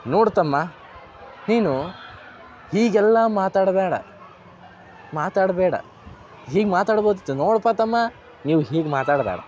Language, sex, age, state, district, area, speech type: Kannada, male, 18-30, Karnataka, Dharwad, urban, spontaneous